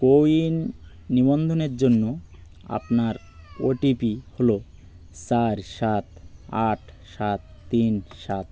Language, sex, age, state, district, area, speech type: Bengali, male, 30-45, West Bengal, Birbhum, urban, read